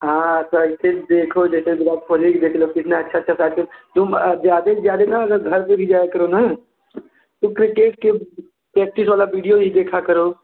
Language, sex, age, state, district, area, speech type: Hindi, male, 18-30, Uttar Pradesh, Mirzapur, rural, conversation